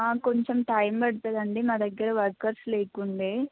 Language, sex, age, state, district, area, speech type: Telugu, female, 18-30, Telangana, Mahabubabad, rural, conversation